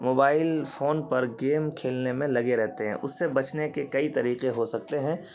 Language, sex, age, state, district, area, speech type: Urdu, male, 30-45, Bihar, Khagaria, rural, spontaneous